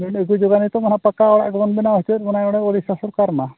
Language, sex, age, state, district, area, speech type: Santali, male, 60+, Odisha, Mayurbhanj, rural, conversation